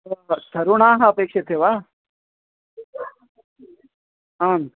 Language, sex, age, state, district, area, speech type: Sanskrit, male, 30-45, Karnataka, Vijayapura, urban, conversation